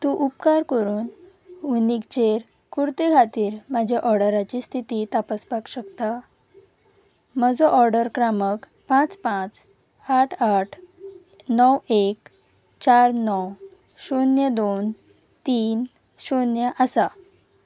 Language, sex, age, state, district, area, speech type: Goan Konkani, female, 18-30, Goa, Salcete, urban, read